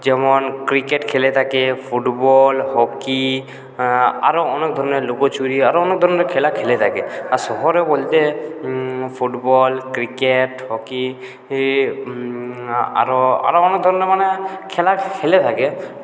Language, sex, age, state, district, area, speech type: Bengali, male, 30-45, West Bengal, Purulia, rural, spontaneous